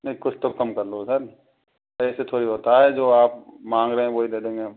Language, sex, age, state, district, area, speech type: Hindi, male, 45-60, Rajasthan, Karauli, rural, conversation